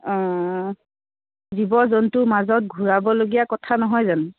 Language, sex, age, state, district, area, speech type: Assamese, female, 45-60, Assam, Biswanath, rural, conversation